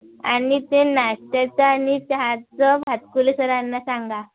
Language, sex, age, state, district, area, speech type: Marathi, female, 18-30, Maharashtra, Amravati, rural, conversation